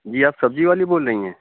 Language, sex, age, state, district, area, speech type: Urdu, male, 30-45, Bihar, Khagaria, rural, conversation